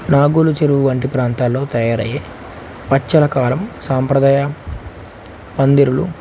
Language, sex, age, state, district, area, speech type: Telugu, male, 18-30, Telangana, Nagarkurnool, urban, spontaneous